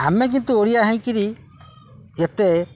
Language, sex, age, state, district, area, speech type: Odia, male, 45-60, Odisha, Jagatsinghpur, urban, spontaneous